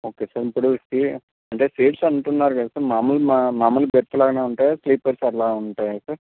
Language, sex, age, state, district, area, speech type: Telugu, male, 30-45, Andhra Pradesh, Nellore, urban, conversation